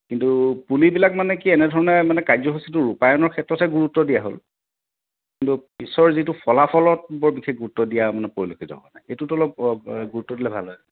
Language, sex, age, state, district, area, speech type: Assamese, male, 45-60, Assam, Charaideo, urban, conversation